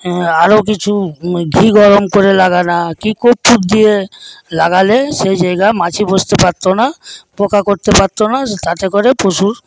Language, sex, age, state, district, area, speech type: Bengali, male, 60+, West Bengal, Paschim Medinipur, rural, spontaneous